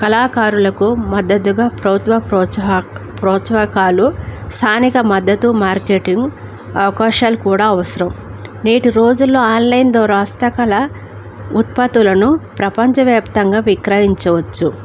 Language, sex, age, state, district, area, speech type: Telugu, female, 45-60, Andhra Pradesh, Alluri Sitarama Raju, rural, spontaneous